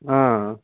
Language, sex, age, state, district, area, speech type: Telugu, male, 60+, Andhra Pradesh, Guntur, urban, conversation